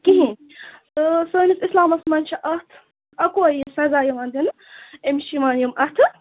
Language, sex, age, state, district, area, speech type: Kashmiri, female, 18-30, Jammu and Kashmir, Ganderbal, rural, conversation